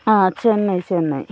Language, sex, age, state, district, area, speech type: Malayalam, female, 18-30, Kerala, Kozhikode, rural, spontaneous